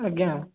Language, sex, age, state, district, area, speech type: Odia, male, 30-45, Odisha, Puri, urban, conversation